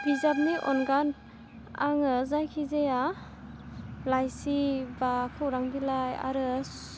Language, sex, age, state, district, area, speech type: Bodo, female, 18-30, Assam, Udalguri, rural, spontaneous